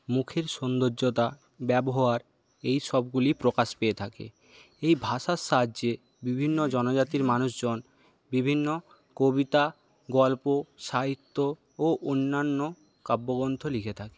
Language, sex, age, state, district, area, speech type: Bengali, male, 60+, West Bengal, Paschim Medinipur, rural, spontaneous